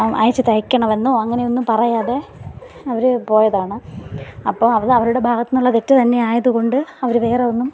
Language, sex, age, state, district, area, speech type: Malayalam, female, 30-45, Kerala, Thiruvananthapuram, rural, spontaneous